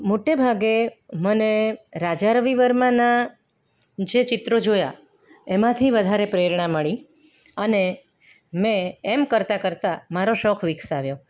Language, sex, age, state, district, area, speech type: Gujarati, female, 45-60, Gujarat, Anand, urban, spontaneous